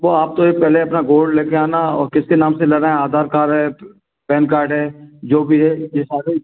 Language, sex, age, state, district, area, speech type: Hindi, male, 45-60, Madhya Pradesh, Gwalior, rural, conversation